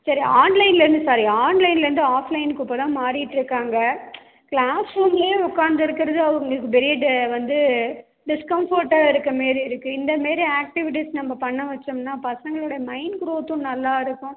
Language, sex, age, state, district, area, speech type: Tamil, female, 30-45, Tamil Nadu, Salem, rural, conversation